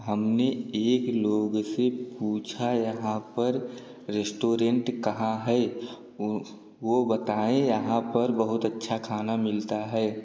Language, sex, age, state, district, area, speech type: Hindi, male, 18-30, Uttar Pradesh, Jaunpur, urban, spontaneous